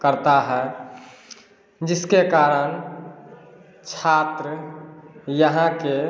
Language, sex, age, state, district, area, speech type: Hindi, male, 30-45, Bihar, Samastipur, rural, spontaneous